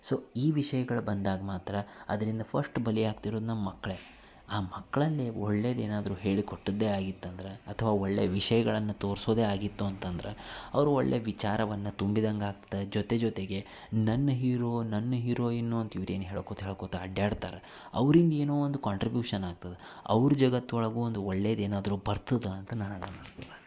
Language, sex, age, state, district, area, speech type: Kannada, male, 30-45, Karnataka, Dharwad, urban, spontaneous